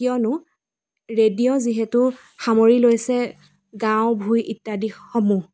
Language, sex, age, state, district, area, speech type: Assamese, female, 30-45, Assam, Dibrugarh, rural, spontaneous